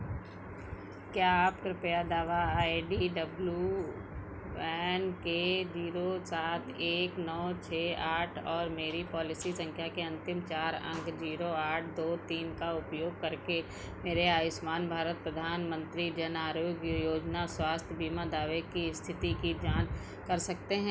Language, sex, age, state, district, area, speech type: Hindi, female, 45-60, Uttar Pradesh, Sitapur, rural, read